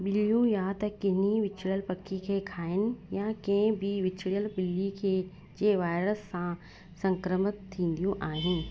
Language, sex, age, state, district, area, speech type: Sindhi, female, 30-45, Rajasthan, Ajmer, urban, read